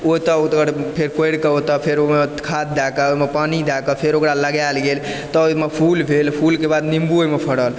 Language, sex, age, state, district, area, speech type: Maithili, male, 18-30, Bihar, Supaul, rural, spontaneous